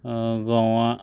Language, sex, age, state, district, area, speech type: Goan Konkani, male, 30-45, Goa, Murmgao, rural, spontaneous